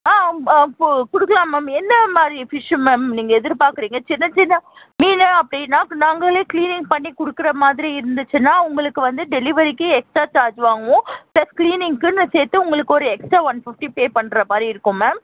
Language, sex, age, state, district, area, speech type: Tamil, female, 30-45, Tamil Nadu, Tiruvallur, urban, conversation